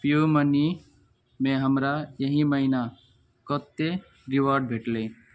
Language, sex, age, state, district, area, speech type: Maithili, male, 18-30, Bihar, Araria, rural, read